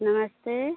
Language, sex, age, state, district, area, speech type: Hindi, female, 45-60, Uttar Pradesh, Mau, rural, conversation